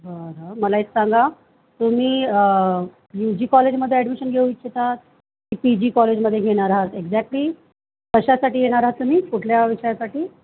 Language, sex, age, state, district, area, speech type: Marathi, female, 45-60, Maharashtra, Mumbai Suburban, urban, conversation